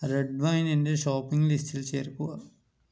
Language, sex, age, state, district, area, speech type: Malayalam, male, 30-45, Kerala, Palakkad, urban, read